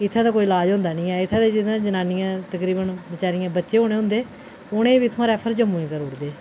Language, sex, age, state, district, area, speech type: Dogri, female, 45-60, Jammu and Kashmir, Udhampur, urban, spontaneous